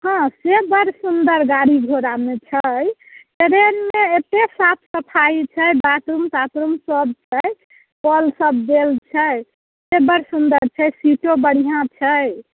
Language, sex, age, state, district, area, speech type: Maithili, female, 45-60, Bihar, Muzaffarpur, urban, conversation